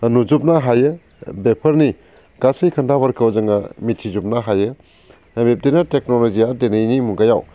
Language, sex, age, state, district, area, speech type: Bodo, male, 45-60, Assam, Baksa, urban, spontaneous